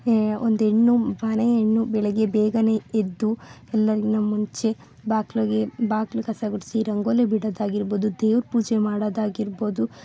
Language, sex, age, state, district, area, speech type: Kannada, female, 30-45, Karnataka, Tumkur, rural, spontaneous